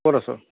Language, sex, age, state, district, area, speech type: Assamese, male, 45-60, Assam, Lakhimpur, rural, conversation